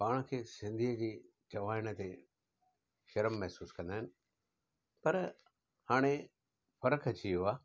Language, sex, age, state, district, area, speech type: Sindhi, male, 60+, Gujarat, Surat, urban, spontaneous